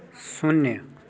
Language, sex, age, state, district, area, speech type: Hindi, male, 30-45, Bihar, Muzaffarpur, rural, read